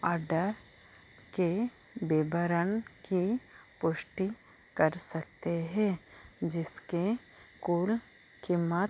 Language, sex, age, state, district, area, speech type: Hindi, female, 45-60, Madhya Pradesh, Chhindwara, rural, read